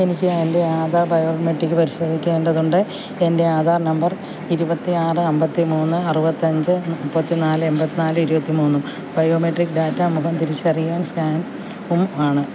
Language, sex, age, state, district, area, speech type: Malayalam, female, 60+, Kerala, Alappuzha, rural, read